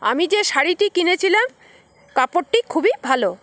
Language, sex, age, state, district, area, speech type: Bengali, female, 45-60, West Bengal, Paschim Bardhaman, urban, spontaneous